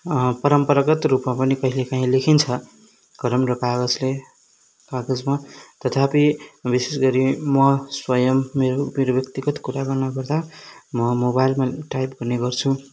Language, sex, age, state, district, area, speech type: Nepali, male, 18-30, West Bengal, Darjeeling, rural, spontaneous